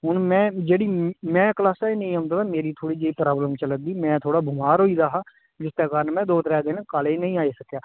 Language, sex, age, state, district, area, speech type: Dogri, male, 18-30, Jammu and Kashmir, Udhampur, rural, conversation